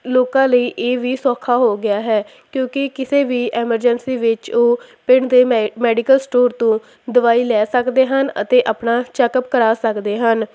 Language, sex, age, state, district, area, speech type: Punjabi, female, 18-30, Punjab, Hoshiarpur, rural, spontaneous